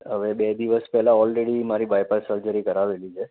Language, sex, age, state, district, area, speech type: Gujarati, male, 30-45, Gujarat, Anand, urban, conversation